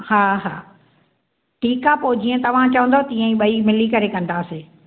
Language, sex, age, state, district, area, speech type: Sindhi, female, 60+, Maharashtra, Thane, urban, conversation